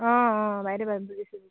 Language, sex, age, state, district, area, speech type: Assamese, female, 60+, Assam, Dibrugarh, rural, conversation